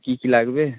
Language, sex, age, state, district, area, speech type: Bengali, male, 18-30, West Bengal, Malda, rural, conversation